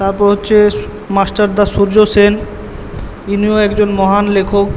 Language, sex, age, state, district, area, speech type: Bengali, male, 18-30, West Bengal, Purba Bardhaman, urban, spontaneous